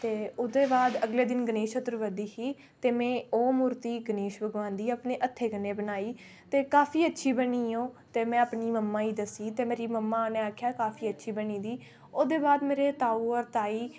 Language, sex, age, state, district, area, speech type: Dogri, female, 18-30, Jammu and Kashmir, Reasi, rural, spontaneous